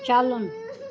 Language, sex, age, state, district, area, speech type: Kashmiri, female, 45-60, Jammu and Kashmir, Srinagar, urban, read